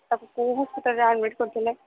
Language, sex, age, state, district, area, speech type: Odia, female, 18-30, Odisha, Sambalpur, rural, conversation